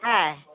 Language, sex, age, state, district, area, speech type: Bengali, female, 60+, West Bengal, Dakshin Dinajpur, rural, conversation